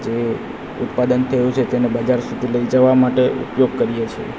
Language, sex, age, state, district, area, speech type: Gujarati, male, 18-30, Gujarat, Valsad, rural, spontaneous